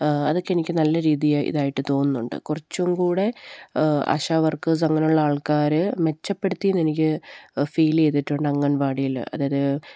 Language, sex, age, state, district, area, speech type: Malayalam, female, 30-45, Kerala, Palakkad, rural, spontaneous